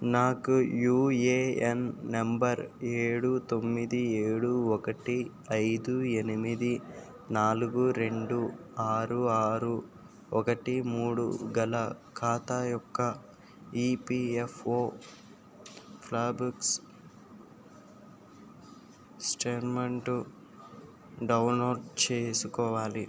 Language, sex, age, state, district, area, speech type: Telugu, male, 60+, Andhra Pradesh, Kakinada, rural, read